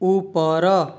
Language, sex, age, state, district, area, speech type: Odia, male, 18-30, Odisha, Dhenkanal, rural, read